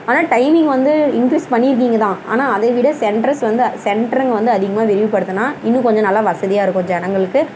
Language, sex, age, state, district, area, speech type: Tamil, female, 30-45, Tamil Nadu, Dharmapuri, rural, spontaneous